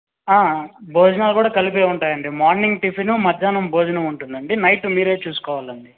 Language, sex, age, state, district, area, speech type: Telugu, male, 30-45, Andhra Pradesh, Chittoor, urban, conversation